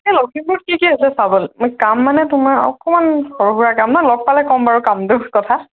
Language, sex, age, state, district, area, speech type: Assamese, female, 30-45, Assam, Lakhimpur, rural, conversation